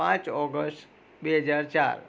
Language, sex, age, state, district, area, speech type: Gujarati, male, 30-45, Gujarat, Surat, urban, spontaneous